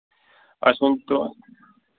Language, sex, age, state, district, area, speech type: Kashmiri, male, 30-45, Jammu and Kashmir, Pulwama, urban, conversation